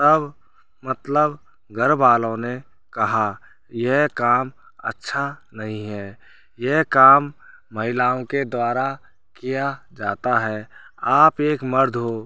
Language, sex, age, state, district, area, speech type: Hindi, male, 30-45, Rajasthan, Bharatpur, rural, spontaneous